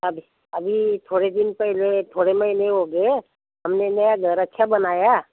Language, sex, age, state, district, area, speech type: Hindi, female, 60+, Madhya Pradesh, Bhopal, urban, conversation